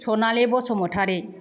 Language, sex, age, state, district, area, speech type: Bodo, female, 45-60, Assam, Kokrajhar, rural, spontaneous